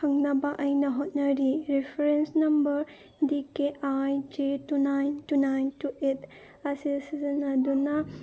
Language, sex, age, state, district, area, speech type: Manipuri, female, 30-45, Manipur, Senapati, rural, read